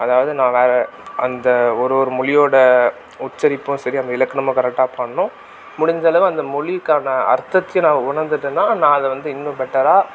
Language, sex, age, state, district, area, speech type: Tamil, male, 18-30, Tamil Nadu, Tiruvannamalai, rural, spontaneous